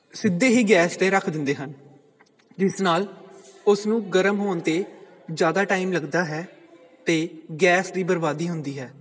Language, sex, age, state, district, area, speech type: Punjabi, male, 18-30, Punjab, Pathankot, rural, spontaneous